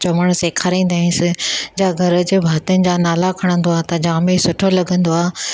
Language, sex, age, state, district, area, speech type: Sindhi, female, 60+, Maharashtra, Thane, urban, spontaneous